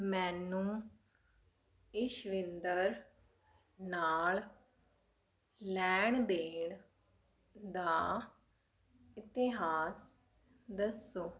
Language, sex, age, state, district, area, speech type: Punjabi, female, 18-30, Punjab, Fazilka, rural, read